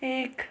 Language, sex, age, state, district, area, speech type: Hindi, female, 18-30, Uttar Pradesh, Ghazipur, urban, read